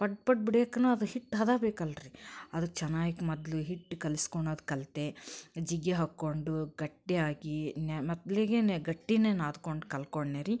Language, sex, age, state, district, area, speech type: Kannada, female, 30-45, Karnataka, Koppal, rural, spontaneous